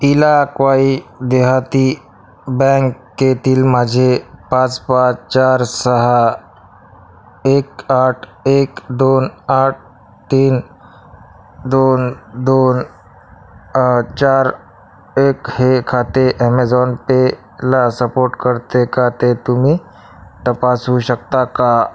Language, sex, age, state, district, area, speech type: Marathi, male, 30-45, Maharashtra, Akola, urban, read